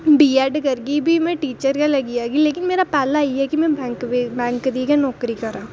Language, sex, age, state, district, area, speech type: Dogri, female, 18-30, Jammu and Kashmir, Reasi, rural, spontaneous